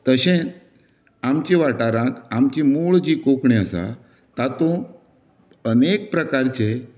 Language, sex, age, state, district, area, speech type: Goan Konkani, male, 60+, Goa, Canacona, rural, spontaneous